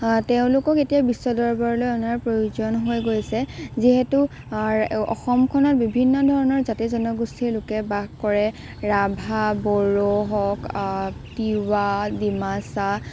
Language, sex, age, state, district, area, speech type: Assamese, female, 18-30, Assam, Morigaon, rural, spontaneous